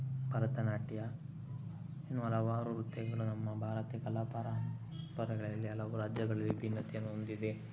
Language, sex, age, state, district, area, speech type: Kannada, male, 30-45, Karnataka, Chikkaballapur, rural, spontaneous